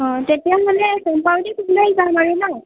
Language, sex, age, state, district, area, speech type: Assamese, female, 60+, Assam, Nagaon, rural, conversation